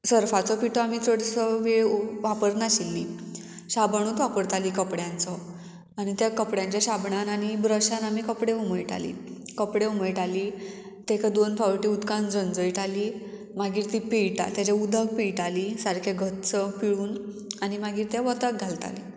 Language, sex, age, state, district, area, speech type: Goan Konkani, female, 18-30, Goa, Murmgao, urban, spontaneous